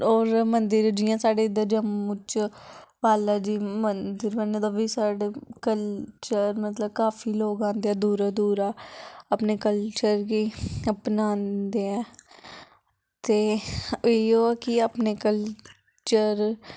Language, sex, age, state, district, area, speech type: Dogri, female, 18-30, Jammu and Kashmir, Samba, urban, spontaneous